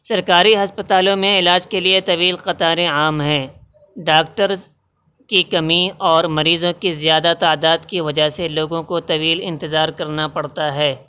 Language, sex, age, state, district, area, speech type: Urdu, male, 18-30, Uttar Pradesh, Saharanpur, urban, spontaneous